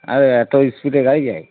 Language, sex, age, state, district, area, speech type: Bengali, male, 30-45, West Bengal, Darjeeling, rural, conversation